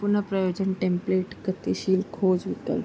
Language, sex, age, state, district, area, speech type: Sindhi, female, 30-45, Rajasthan, Ajmer, urban, spontaneous